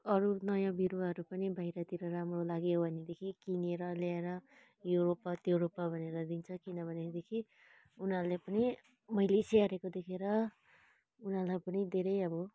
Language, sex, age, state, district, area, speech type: Nepali, female, 45-60, West Bengal, Kalimpong, rural, spontaneous